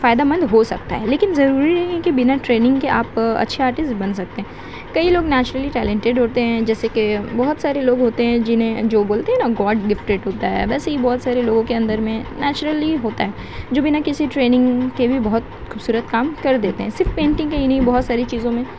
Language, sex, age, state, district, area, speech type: Urdu, female, 18-30, West Bengal, Kolkata, urban, spontaneous